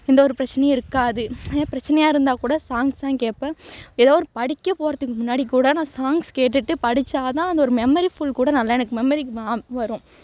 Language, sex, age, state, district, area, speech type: Tamil, female, 18-30, Tamil Nadu, Thanjavur, urban, spontaneous